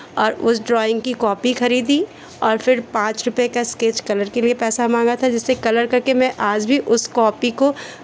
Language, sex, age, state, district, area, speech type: Hindi, female, 30-45, Uttar Pradesh, Chandauli, rural, spontaneous